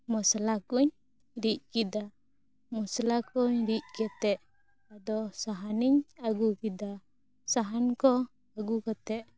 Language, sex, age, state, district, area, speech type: Santali, female, 18-30, West Bengal, Bankura, rural, spontaneous